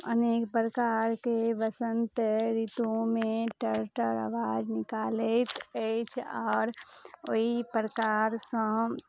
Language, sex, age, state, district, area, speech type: Maithili, female, 18-30, Bihar, Madhubani, rural, spontaneous